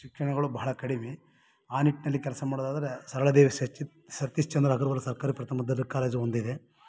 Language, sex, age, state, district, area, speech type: Kannada, male, 30-45, Karnataka, Bellary, rural, spontaneous